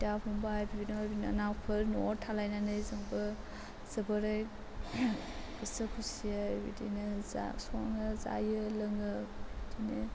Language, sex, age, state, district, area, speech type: Bodo, female, 18-30, Assam, Chirang, rural, spontaneous